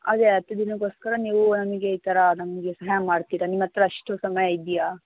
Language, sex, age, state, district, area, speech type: Kannada, female, 30-45, Karnataka, Tumkur, rural, conversation